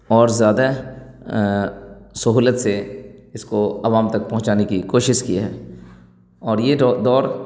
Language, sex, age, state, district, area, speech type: Urdu, male, 30-45, Bihar, Darbhanga, rural, spontaneous